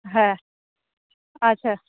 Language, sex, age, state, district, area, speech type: Bengali, female, 30-45, West Bengal, Hooghly, urban, conversation